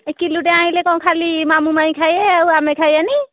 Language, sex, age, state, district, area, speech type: Odia, female, 30-45, Odisha, Nayagarh, rural, conversation